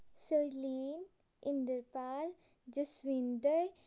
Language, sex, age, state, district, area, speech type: Punjabi, female, 18-30, Punjab, Amritsar, urban, spontaneous